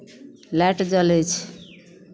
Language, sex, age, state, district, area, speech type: Maithili, female, 45-60, Bihar, Madhepura, rural, spontaneous